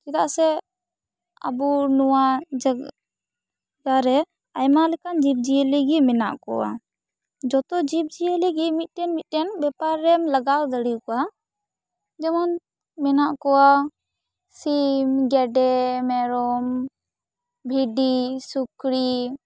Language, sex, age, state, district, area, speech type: Santali, female, 18-30, West Bengal, Purba Bardhaman, rural, spontaneous